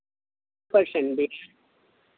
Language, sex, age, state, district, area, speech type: Hindi, male, 45-60, Uttar Pradesh, Lucknow, rural, conversation